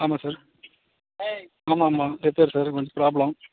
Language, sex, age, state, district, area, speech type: Tamil, male, 18-30, Tamil Nadu, Dharmapuri, rural, conversation